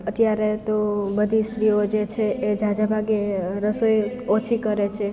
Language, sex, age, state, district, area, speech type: Gujarati, female, 18-30, Gujarat, Amreli, rural, spontaneous